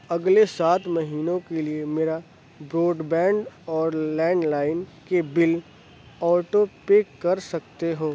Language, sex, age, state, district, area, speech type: Urdu, male, 30-45, Uttar Pradesh, Aligarh, rural, read